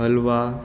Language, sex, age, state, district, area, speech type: Gujarati, male, 18-30, Gujarat, Ahmedabad, urban, spontaneous